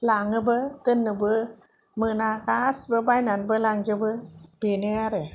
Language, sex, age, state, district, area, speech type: Bodo, female, 60+, Assam, Kokrajhar, urban, spontaneous